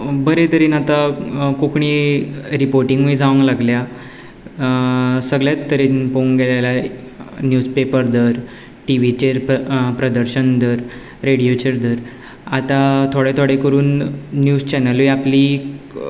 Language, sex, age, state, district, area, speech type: Goan Konkani, male, 18-30, Goa, Ponda, rural, spontaneous